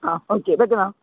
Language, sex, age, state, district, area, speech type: Malayalam, male, 18-30, Kerala, Kasaragod, urban, conversation